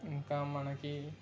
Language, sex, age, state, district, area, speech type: Telugu, male, 18-30, Telangana, Sangareddy, urban, spontaneous